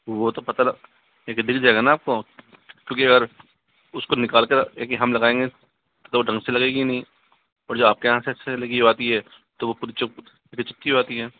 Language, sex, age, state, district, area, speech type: Hindi, male, 60+, Rajasthan, Jaipur, urban, conversation